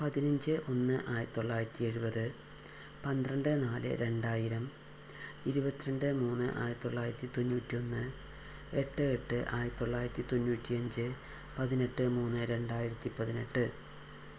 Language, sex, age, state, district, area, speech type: Malayalam, female, 60+, Kerala, Palakkad, rural, spontaneous